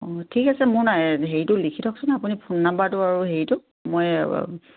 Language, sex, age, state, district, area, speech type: Assamese, female, 60+, Assam, Dibrugarh, rural, conversation